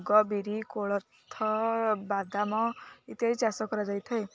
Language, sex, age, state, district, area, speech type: Odia, female, 18-30, Odisha, Jagatsinghpur, urban, spontaneous